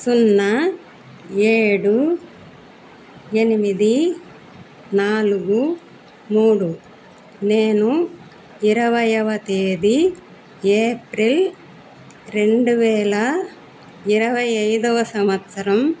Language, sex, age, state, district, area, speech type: Telugu, female, 60+, Andhra Pradesh, Annamaya, urban, spontaneous